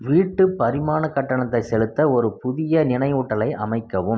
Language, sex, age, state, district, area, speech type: Tamil, male, 45-60, Tamil Nadu, Krishnagiri, rural, read